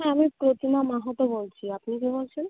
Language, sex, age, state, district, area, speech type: Bengali, female, 30-45, West Bengal, Jhargram, rural, conversation